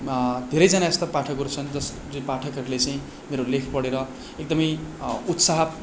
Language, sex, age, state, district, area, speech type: Nepali, male, 18-30, West Bengal, Darjeeling, rural, spontaneous